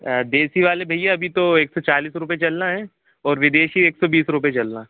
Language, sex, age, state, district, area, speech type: Hindi, male, 18-30, Madhya Pradesh, Jabalpur, urban, conversation